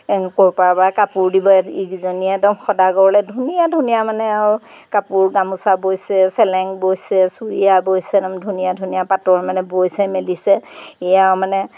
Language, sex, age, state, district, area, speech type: Assamese, female, 45-60, Assam, Golaghat, rural, spontaneous